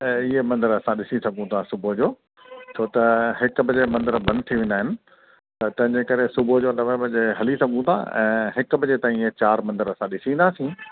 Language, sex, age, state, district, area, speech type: Sindhi, male, 60+, Delhi, South Delhi, urban, conversation